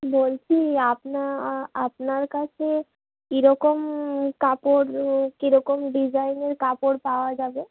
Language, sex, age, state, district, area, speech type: Bengali, female, 30-45, West Bengal, Hooghly, urban, conversation